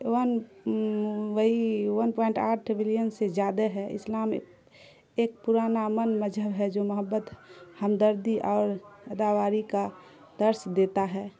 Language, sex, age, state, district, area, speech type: Urdu, female, 30-45, Bihar, Khagaria, rural, spontaneous